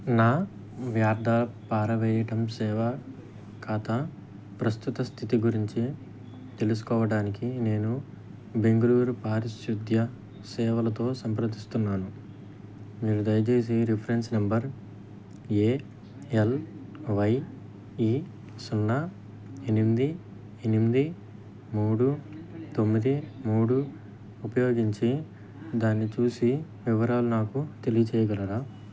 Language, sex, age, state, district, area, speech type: Telugu, male, 18-30, Andhra Pradesh, N T Rama Rao, urban, read